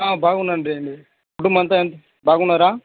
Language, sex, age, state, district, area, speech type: Telugu, male, 18-30, Andhra Pradesh, Sri Balaji, urban, conversation